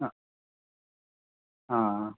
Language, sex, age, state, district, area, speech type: Malayalam, male, 18-30, Kerala, Kasaragod, rural, conversation